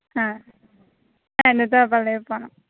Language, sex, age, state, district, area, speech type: Malayalam, female, 18-30, Kerala, Alappuzha, rural, conversation